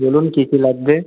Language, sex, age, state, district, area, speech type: Bengali, male, 18-30, West Bengal, Birbhum, urban, conversation